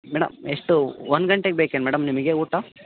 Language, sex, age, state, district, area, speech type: Kannada, male, 18-30, Karnataka, Chitradurga, rural, conversation